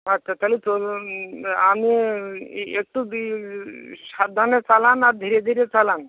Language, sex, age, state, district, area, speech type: Bengali, male, 60+, West Bengal, North 24 Parganas, rural, conversation